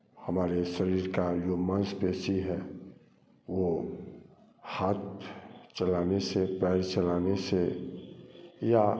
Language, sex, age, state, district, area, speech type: Hindi, male, 45-60, Bihar, Samastipur, rural, spontaneous